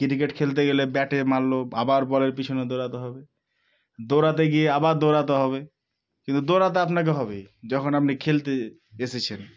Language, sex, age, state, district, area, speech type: Bengali, male, 18-30, West Bengal, Murshidabad, urban, spontaneous